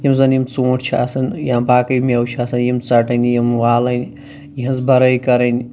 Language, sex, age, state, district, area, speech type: Kashmiri, male, 18-30, Jammu and Kashmir, Kulgam, rural, spontaneous